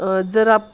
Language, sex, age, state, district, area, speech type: Marathi, female, 45-60, Maharashtra, Sangli, urban, spontaneous